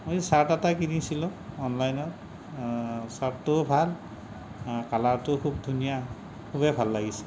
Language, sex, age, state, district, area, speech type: Assamese, male, 45-60, Assam, Kamrup Metropolitan, rural, spontaneous